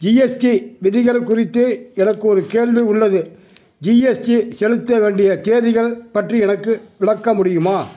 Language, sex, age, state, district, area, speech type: Tamil, male, 60+, Tamil Nadu, Madurai, rural, read